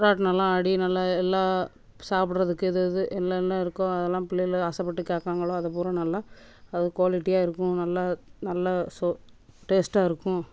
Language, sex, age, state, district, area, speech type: Tamil, female, 30-45, Tamil Nadu, Thoothukudi, urban, spontaneous